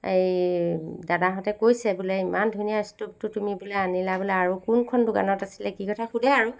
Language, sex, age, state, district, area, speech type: Assamese, female, 45-60, Assam, Sivasagar, rural, spontaneous